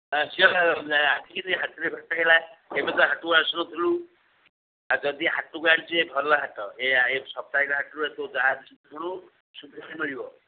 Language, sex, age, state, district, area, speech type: Odia, female, 60+, Odisha, Sundergarh, rural, conversation